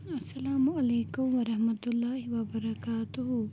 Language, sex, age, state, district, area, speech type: Kashmiri, female, 30-45, Jammu and Kashmir, Bandipora, rural, spontaneous